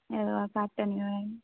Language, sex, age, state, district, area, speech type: Dogri, female, 18-30, Jammu and Kashmir, Samba, urban, conversation